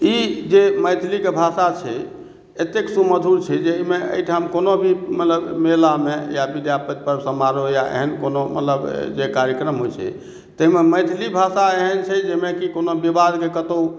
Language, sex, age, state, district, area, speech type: Maithili, male, 45-60, Bihar, Madhubani, urban, spontaneous